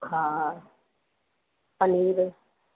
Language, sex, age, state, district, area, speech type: Sindhi, female, 45-60, Uttar Pradesh, Lucknow, rural, conversation